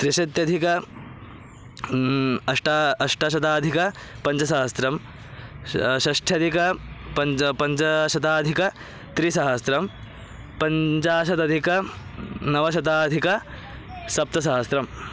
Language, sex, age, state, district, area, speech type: Sanskrit, male, 18-30, Maharashtra, Thane, urban, spontaneous